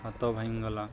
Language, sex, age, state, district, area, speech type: Odia, male, 30-45, Odisha, Nuapada, urban, spontaneous